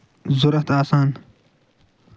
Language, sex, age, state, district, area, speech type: Kashmiri, male, 60+, Jammu and Kashmir, Ganderbal, urban, spontaneous